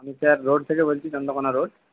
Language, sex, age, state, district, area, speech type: Bengali, male, 45-60, West Bengal, Purba Medinipur, rural, conversation